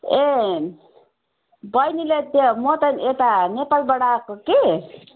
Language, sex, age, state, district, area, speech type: Nepali, female, 45-60, West Bengal, Darjeeling, rural, conversation